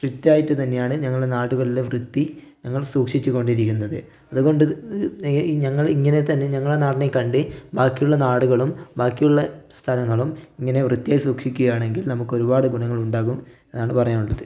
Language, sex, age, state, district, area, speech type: Malayalam, male, 18-30, Kerala, Wayanad, rural, spontaneous